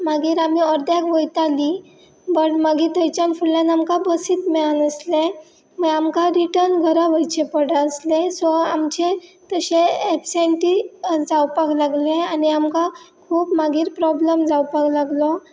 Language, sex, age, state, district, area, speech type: Goan Konkani, female, 18-30, Goa, Pernem, rural, spontaneous